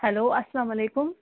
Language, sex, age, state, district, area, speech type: Kashmiri, female, 30-45, Jammu and Kashmir, Budgam, rural, conversation